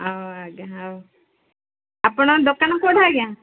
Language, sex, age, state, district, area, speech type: Odia, female, 45-60, Odisha, Sundergarh, rural, conversation